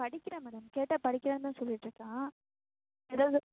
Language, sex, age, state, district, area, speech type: Tamil, female, 18-30, Tamil Nadu, Mayiladuthurai, rural, conversation